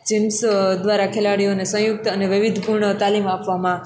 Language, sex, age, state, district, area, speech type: Gujarati, female, 18-30, Gujarat, Junagadh, rural, spontaneous